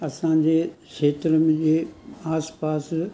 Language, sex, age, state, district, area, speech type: Sindhi, male, 45-60, Gujarat, Surat, urban, spontaneous